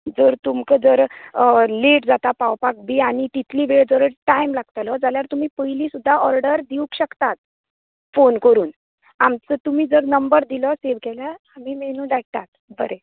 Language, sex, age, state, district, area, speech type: Goan Konkani, female, 30-45, Goa, Canacona, rural, conversation